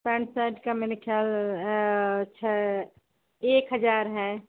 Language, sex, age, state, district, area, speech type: Hindi, female, 45-60, Uttar Pradesh, Azamgarh, urban, conversation